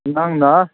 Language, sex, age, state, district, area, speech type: Manipuri, male, 18-30, Manipur, Kangpokpi, urban, conversation